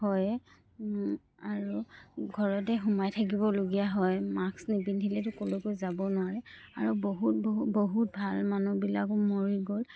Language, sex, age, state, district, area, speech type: Assamese, female, 30-45, Assam, Dhemaji, rural, spontaneous